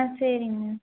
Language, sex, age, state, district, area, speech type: Tamil, female, 18-30, Tamil Nadu, Erode, rural, conversation